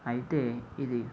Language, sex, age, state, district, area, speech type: Telugu, male, 45-60, Andhra Pradesh, East Godavari, urban, spontaneous